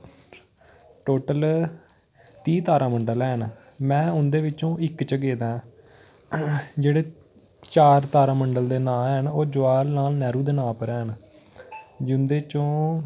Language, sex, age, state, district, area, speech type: Dogri, male, 18-30, Jammu and Kashmir, Kathua, rural, spontaneous